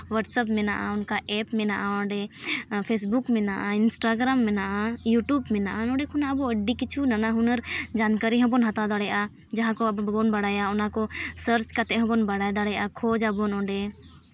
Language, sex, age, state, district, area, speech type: Santali, female, 18-30, Jharkhand, East Singhbhum, rural, spontaneous